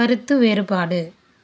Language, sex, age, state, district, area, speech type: Tamil, female, 18-30, Tamil Nadu, Dharmapuri, rural, read